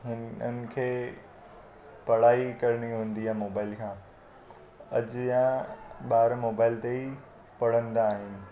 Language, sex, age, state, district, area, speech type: Sindhi, male, 18-30, Gujarat, Surat, urban, spontaneous